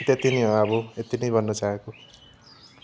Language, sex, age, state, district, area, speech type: Nepali, male, 45-60, West Bengal, Darjeeling, rural, spontaneous